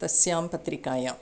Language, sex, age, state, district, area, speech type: Sanskrit, female, 45-60, Tamil Nadu, Chennai, urban, spontaneous